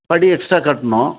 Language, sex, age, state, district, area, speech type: Tamil, male, 60+, Tamil Nadu, Dharmapuri, rural, conversation